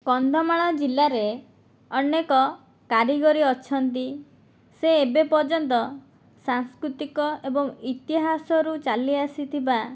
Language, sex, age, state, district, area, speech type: Odia, female, 60+, Odisha, Kandhamal, rural, spontaneous